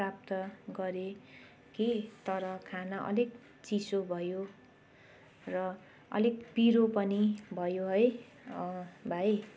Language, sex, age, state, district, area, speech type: Nepali, female, 45-60, West Bengal, Jalpaiguri, rural, spontaneous